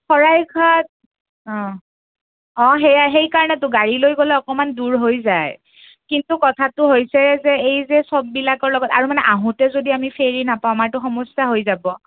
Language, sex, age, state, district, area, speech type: Assamese, female, 30-45, Assam, Kamrup Metropolitan, urban, conversation